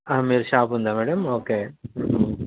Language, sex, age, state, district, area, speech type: Telugu, male, 30-45, Andhra Pradesh, Nellore, urban, conversation